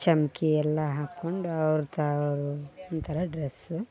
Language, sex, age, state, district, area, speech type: Kannada, female, 18-30, Karnataka, Vijayanagara, rural, spontaneous